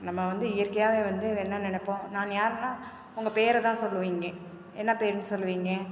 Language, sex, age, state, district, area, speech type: Tamil, female, 30-45, Tamil Nadu, Perambalur, rural, spontaneous